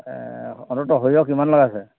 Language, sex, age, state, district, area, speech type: Assamese, male, 45-60, Assam, Dhemaji, urban, conversation